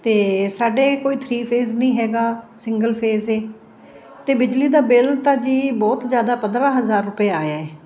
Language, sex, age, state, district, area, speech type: Punjabi, female, 45-60, Punjab, Fazilka, rural, spontaneous